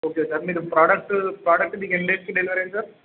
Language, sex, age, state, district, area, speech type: Telugu, male, 30-45, Andhra Pradesh, Srikakulam, urban, conversation